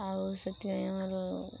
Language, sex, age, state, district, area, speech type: Odia, female, 18-30, Odisha, Balasore, rural, spontaneous